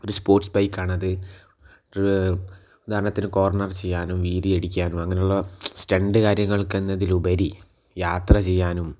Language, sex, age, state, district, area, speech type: Malayalam, male, 18-30, Kerala, Kozhikode, urban, spontaneous